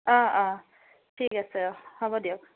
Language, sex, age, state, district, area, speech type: Assamese, female, 30-45, Assam, Biswanath, rural, conversation